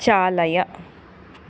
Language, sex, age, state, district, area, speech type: Sanskrit, female, 30-45, Karnataka, Bangalore Urban, urban, read